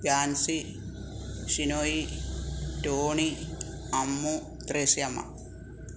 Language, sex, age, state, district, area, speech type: Malayalam, female, 60+, Kerala, Kottayam, rural, spontaneous